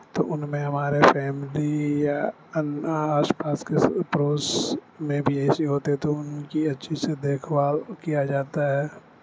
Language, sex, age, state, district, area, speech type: Urdu, male, 18-30, Bihar, Supaul, rural, spontaneous